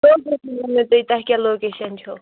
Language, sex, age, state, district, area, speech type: Kashmiri, female, 30-45, Jammu and Kashmir, Anantnag, rural, conversation